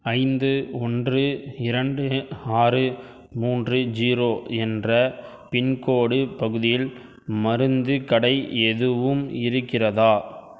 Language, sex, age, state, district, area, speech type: Tamil, male, 18-30, Tamil Nadu, Krishnagiri, rural, read